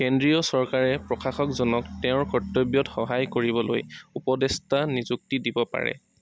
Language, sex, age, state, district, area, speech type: Assamese, male, 18-30, Assam, Tinsukia, rural, read